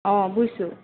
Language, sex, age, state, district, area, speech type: Assamese, female, 18-30, Assam, Jorhat, urban, conversation